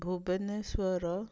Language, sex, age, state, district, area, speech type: Odia, female, 60+, Odisha, Ganjam, urban, spontaneous